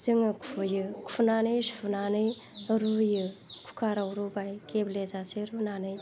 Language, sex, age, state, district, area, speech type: Bodo, female, 45-60, Assam, Chirang, rural, spontaneous